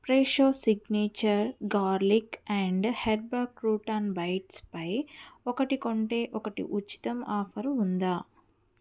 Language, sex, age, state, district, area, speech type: Telugu, female, 45-60, Telangana, Mancherial, rural, read